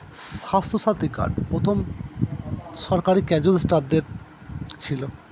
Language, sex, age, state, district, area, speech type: Bengali, male, 30-45, West Bengal, Purba Bardhaman, urban, spontaneous